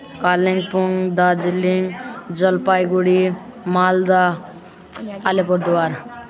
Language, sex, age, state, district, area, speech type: Nepali, male, 18-30, West Bengal, Alipurduar, urban, spontaneous